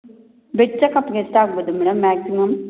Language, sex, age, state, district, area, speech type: Kannada, female, 18-30, Karnataka, Kolar, rural, conversation